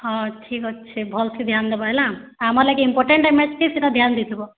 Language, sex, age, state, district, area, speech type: Odia, female, 18-30, Odisha, Bargarh, urban, conversation